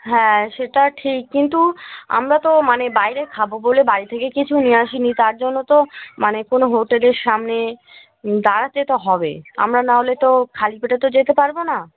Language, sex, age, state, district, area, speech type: Bengali, female, 18-30, West Bengal, Cooch Behar, urban, conversation